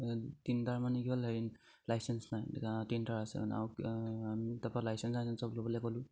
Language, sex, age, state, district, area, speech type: Assamese, male, 18-30, Assam, Charaideo, rural, spontaneous